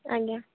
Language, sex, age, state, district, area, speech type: Odia, female, 18-30, Odisha, Rayagada, rural, conversation